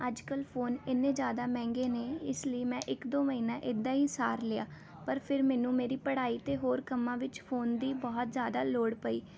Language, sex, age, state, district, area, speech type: Punjabi, female, 18-30, Punjab, Rupnagar, urban, spontaneous